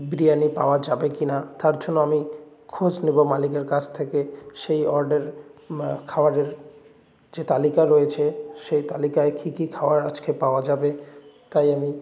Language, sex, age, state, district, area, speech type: Bengali, male, 18-30, West Bengal, Jalpaiguri, urban, spontaneous